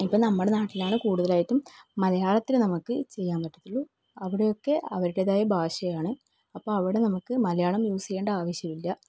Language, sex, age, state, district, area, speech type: Malayalam, female, 18-30, Kerala, Kannur, rural, spontaneous